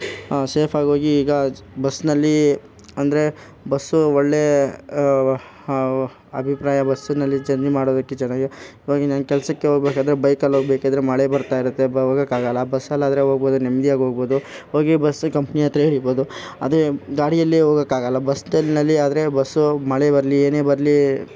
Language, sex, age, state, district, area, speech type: Kannada, male, 18-30, Karnataka, Kolar, rural, spontaneous